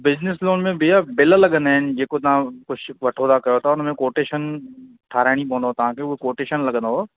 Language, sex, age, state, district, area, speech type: Sindhi, male, 30-45, Madhya Pradesh, Katni, urban, conversation